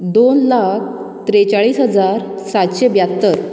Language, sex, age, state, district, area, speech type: Goan Konkani, female, 30-45, Goa, Canacona, rural, spontaneous